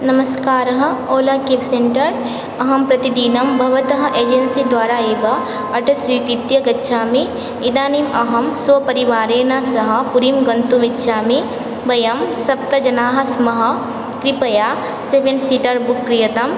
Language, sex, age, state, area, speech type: Sanskrit, female, 18-30, Assam, rural, spontaneous